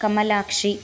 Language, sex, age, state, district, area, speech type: Kannada, female, 30-45, Karnataka, Shimoga, rural, spontaneous